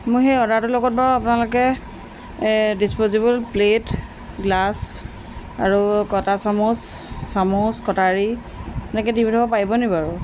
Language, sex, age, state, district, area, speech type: Assamese, female, 45-60, Assam, Jorhat, urban, spontaneous